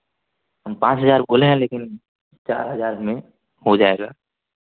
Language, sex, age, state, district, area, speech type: Hindi, male, 18-30, Uttar Pradesh, Varanasi, rural, conversation